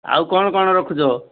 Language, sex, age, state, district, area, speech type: Odia, male, 60+, Odisha, Ganjam, urban, conversation